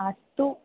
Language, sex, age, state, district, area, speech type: Sanskrit, female, 18-30, Kerala, Thrissur, urban, conversation